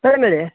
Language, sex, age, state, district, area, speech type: Kannada, male, 30-45, Karnataka, Koppal, rural, conversation